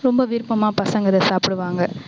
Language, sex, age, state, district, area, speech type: Tamil, female, 45-60, Tamil Nadu, Thanjavur, rural, spontaneous